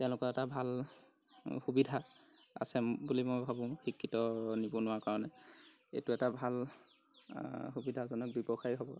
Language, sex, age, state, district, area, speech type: Assamese, male, 18-30, Assam, Golaghat, rural, spontaneous